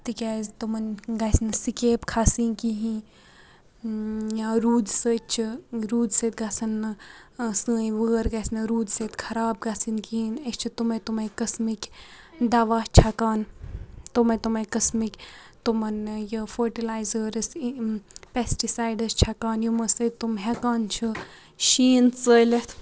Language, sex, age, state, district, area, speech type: Kashmiri, female, 45-60, Jammu and Kashmir, Baramulla, rural, spontaneous